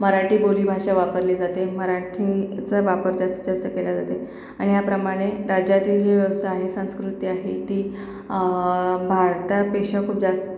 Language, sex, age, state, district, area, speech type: Marathi, female, 45-60, Maharashtra, Akola, urban, spontaneous